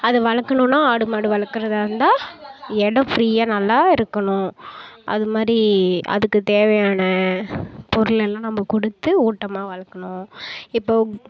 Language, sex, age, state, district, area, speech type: Tamil, female, 18-30, Tamil Nadu, Kallakurichi, rural, spontaneous